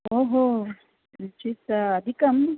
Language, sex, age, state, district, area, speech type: Sanskrit, female, 45-60, Rajasthan, Jaipur, rural, conversation